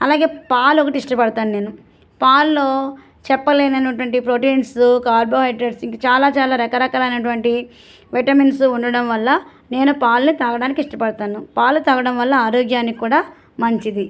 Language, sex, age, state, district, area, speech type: Telugu, female, 60+, Andhra Pradesh, West Godavari, rural, spontaneous